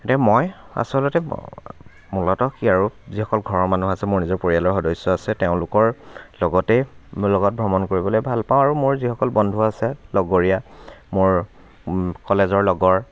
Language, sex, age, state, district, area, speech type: Assamese, male, 30-45, Assam, Dibrugarh, rural, spontaneous